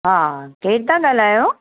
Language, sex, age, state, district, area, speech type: Sindhi, female, 60+, Maharashtra, Thane, urban, conversation